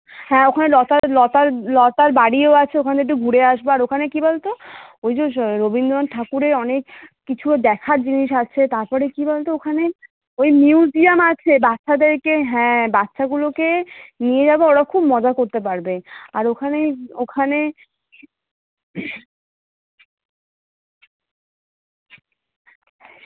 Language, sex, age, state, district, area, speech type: Bengali, female, 30-45, West Bengal, Kolkata, urban, conversation